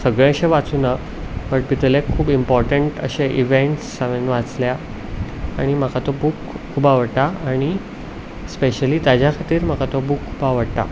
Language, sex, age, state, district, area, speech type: Goan Konkani, male, 18-30, Goa, Ponda, urban, spontaneous